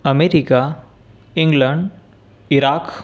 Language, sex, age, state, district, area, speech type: Marathi, male, 18-30, Maharashtra, Buldhana, rural, spontaneous